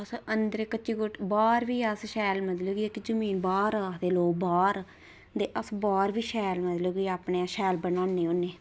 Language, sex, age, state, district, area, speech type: Dogri, female, 30-45, Jammu and Kashmir, Reasi, rural, spontaneous